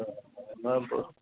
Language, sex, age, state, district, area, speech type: Assamese, male, 30-45, Assam, Lakhimpur, rural, conversation